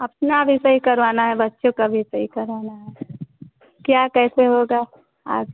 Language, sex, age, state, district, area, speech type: Hindi, female, 45-60, Uttar Pradesh, Ayodhya, rural, conversation